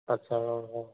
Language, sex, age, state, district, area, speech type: Odia, male, 45-60, Odisha, Sambalpur, rural, conversation